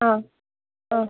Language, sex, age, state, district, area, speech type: Malayalam, female, 18-30, Kerala, Wayanad, rural, conversation